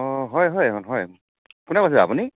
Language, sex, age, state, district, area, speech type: Assamese, male, 45-60, Assam, Tinsukia, rural, conversation